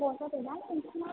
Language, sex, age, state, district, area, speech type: Bodo, female, 18-30, Assam, Kokrajhar, rural, conversation